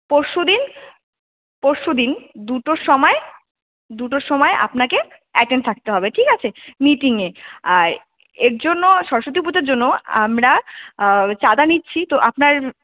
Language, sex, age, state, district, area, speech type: Bengali, female, 18-30, West Bengal, Jalpaiguri, rural, conversation